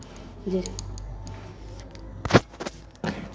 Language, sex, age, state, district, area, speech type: Maithili, female, 18-30, Bihar, Saharsa, rural, spontaneous